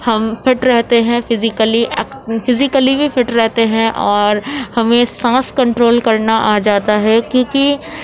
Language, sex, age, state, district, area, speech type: Urdu, female, 18-30, Uttar Pradesh, Gautam Buddha Nagar, urban, spontaneous